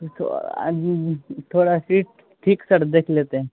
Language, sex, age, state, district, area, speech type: Urdu, male, 18-30, Bihar, Saharsa, rural, conversation